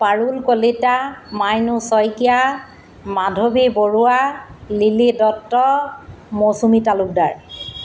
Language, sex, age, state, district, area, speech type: Assamese, female, 45-60, Assam, Golaghat, urban, spontaneous